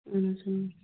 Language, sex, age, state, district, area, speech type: Kashmiri, female, 18-30, Jammu and Kashmir, Bandipora, rural, conversation